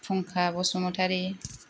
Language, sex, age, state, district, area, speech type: Bodo, female, 30-45, Assam, Kokrajhar, rural, spontaneous